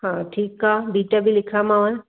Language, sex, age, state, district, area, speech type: Sindhi, female, 30-45, Maharashtra, Thane, urban, conversation